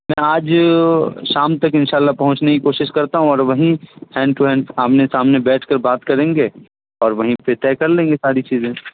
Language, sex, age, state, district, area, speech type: Urdu, male, 18-30, Bihar, Purnia, rural, conversation